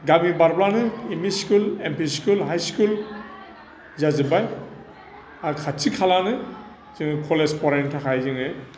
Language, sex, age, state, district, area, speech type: Bodo, male, 45-60, Assam, Chirang, urban, spontaneous